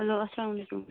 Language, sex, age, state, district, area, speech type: Kashmiri, female, 18-30, Jammu and Kashmir, Bandipora, rural, conversation